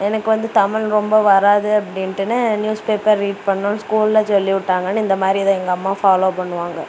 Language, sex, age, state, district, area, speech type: Tamil, female, 18-30, Tamil Nadu, Kanyakumari, rural, spontaneous